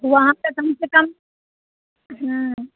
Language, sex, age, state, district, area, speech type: Hindi, female, 18-30, Bihar, Muzaffarpur, urban, conversation